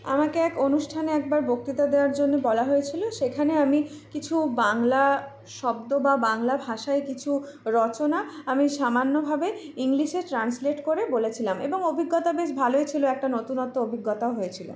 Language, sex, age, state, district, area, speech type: Bengali, female, 30-45, West Bengal, Purulia, urban, spontaneous